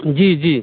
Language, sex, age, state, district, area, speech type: Hindi, male, 30-45, Bihar, Muzaffarpur, urban, conversation